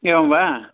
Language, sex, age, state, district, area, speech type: Sanskrit, male, 60+, Karnataka, Mandya, rural, conversation